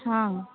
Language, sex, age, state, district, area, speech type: Odia, female, 60+, Odisha, Sambalpur, rural, conversation